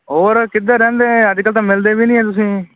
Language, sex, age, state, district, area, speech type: Punjabi, male, 30-45, Punjab, Kapurthala, urban, conversation